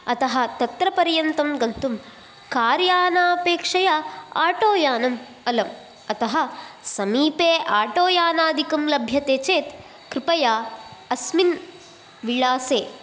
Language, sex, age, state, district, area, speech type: Sanskrit, female, 18-30, Karnataka, Dakshina Kannada, rural, spontaneous